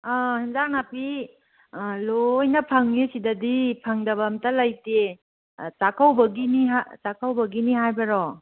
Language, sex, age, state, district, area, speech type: Manipuri, female, 45-60, Manipur, Kangpokpi, urban, conversation